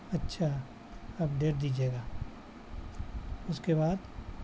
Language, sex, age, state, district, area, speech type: Urdu, male, 60+, Bihar, Gaya, rural, spontaneous